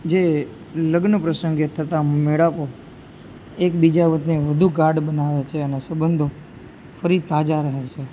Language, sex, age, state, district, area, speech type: Gujarati, male, 18-30, Gujarat, Junagadh, urban, spontaneous